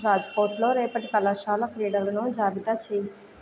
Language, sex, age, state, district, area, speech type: Telugu, female, 18-30, Andhra Pradesh, Kakinada, urban, read